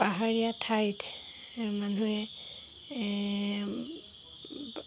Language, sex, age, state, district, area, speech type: Assamese, female, 30-45, Assam, Golaghat, urban, spontaneous